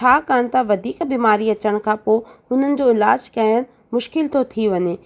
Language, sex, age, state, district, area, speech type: Sindhi, female, 30-45, Rajasthan, Ajmer, urban, spontaneous